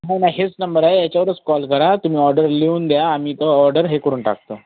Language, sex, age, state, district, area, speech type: Marathi, male, 18-30, Maharashtra, Washim, urban, conversation